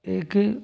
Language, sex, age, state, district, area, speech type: Hindi, male, 18-30, Rajasthan, Jodhpur, rural, spontaneous